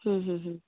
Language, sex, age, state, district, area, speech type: Santali, female, 30-45, West Bengal, Paschim Bardhaman, urban, conversation